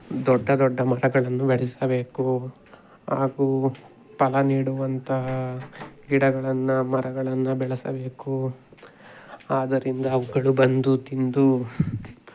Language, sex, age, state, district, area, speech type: Kannada, male, 18-30, Karnataka, Tumkur, rural, spontaneous